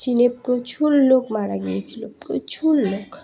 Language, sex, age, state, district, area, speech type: Bengali, female, 18-30, West Bengal, Dakshin Dinajpur, urban, spontaneous